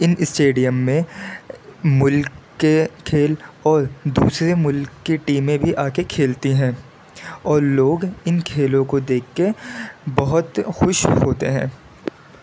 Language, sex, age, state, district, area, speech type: Urdu, male, 18-30, Delhi, Central Delhi, urban, spontaneous